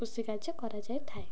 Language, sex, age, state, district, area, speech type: Odia, female, 18-30, Odisha, Ganjam, urban, spontaneous